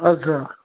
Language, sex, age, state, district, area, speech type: Odia, male, 60+, Odisha, Gajapati, rural, conversation